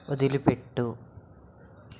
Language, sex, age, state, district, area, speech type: Telugu, male, 18-30, Telangana, Medchal, urban, read